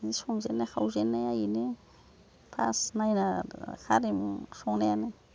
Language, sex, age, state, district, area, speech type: Bodo, female, 45-60, Assam, Udalguri, rural, spontaneous